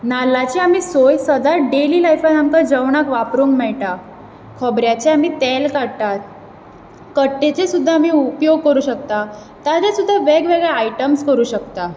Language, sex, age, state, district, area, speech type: Goan Konkani, female, 18-30, Goa, Bardez, urban, spontaneous